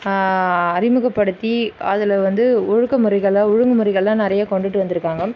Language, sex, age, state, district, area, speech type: Tamil, female, 30-45, Tamil Nadu, Viluppuram, urban, spontaneous